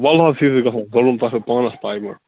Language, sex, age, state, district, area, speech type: Kashmiri, male, 45-60, Jammu and Kashmir, Bandipora, rural, conversation